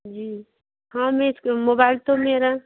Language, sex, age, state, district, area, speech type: Hindi, female, 60+, Madhya Pradesh, Bhopal, urban, conversation